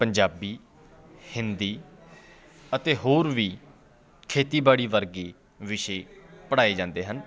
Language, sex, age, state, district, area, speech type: Punjabi, male, 30-45, Punjab, Patiala, rural, spontaneous